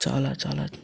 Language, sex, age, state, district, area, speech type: Telugu, male, 30-45, Andhra Pradesh, Chittoor, urban, spontaneous